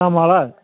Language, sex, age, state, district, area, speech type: Bodo, male, 45-60, Assam, Chirang, rural, conversation